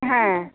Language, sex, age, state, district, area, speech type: Bengali, female, 45-60, West Bengal, Uttar Dinajpur, urban, conversation